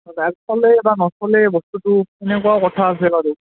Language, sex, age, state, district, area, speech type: Assamese, male, 18-30, Assam, Udalguri, rural, conversation